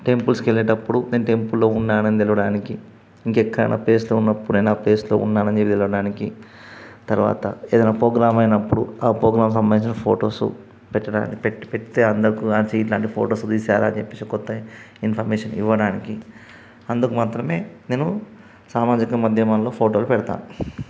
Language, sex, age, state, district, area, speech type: Telugu, male, 30-45, Telangana, Karimnagar, rural, spontaneous